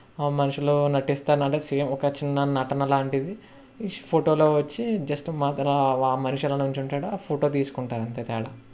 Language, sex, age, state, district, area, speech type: Telugu, male, 60+, Andhra Pradesh, Kakinada, rural, spontaneous